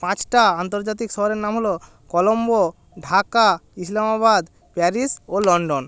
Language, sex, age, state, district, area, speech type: Bengali, male, 30-45, West Bengal, Jalpaiguri, rural, spontaneous